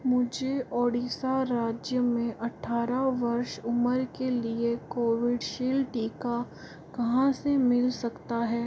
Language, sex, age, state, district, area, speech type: Hindi, female, 45-60, Rajasthan, Jaipur, urban, read